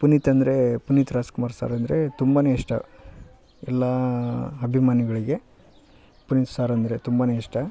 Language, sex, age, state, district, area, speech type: Kannada, male, 30-45, Karnataka, Vijayanagara, rural, spontaneous